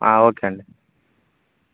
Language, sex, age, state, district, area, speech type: Telugu, male, 18-30, Telangana, Bhadradri Kothagudem, urban, conversation